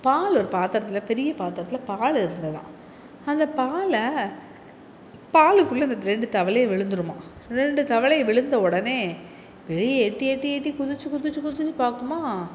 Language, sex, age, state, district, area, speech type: Tamil, female, 30-45, Tamil Nadu, Salem, urban, spontaneous